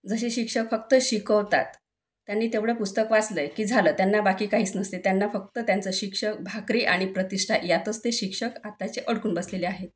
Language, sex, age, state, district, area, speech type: Marathi, female, 30-45, Maharashtra, Wardha, urban, spontaneous